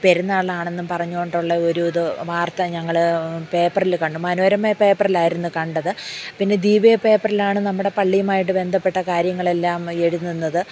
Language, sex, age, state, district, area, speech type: Malayalam, female, 45-60, Kerala, Thiruvananthapuram, urban, spontaneous